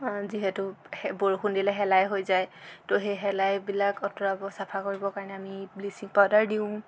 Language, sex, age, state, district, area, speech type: Assamese, female, 18-30, Assam, Jorhat, urban, spontaneous